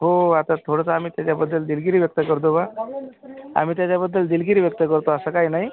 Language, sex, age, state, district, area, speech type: Marathi, male, 45-60, Maharashtra, Akola, urban, conversation